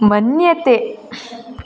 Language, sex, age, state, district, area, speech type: Sanskrit, female, 18-30, Karnataka, Gadag, urban, read